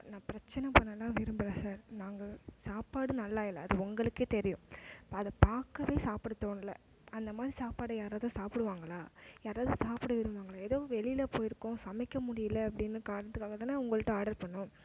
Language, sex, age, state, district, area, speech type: Tamil, female, 18-30, Tamil Nadu, Mayiladuthurai, urban, spontaneous